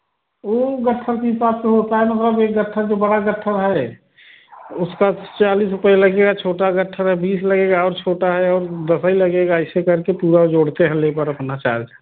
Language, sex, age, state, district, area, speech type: Hindi, male, 30-45, Uttar Pradesh, Prayagraj, rural, conversation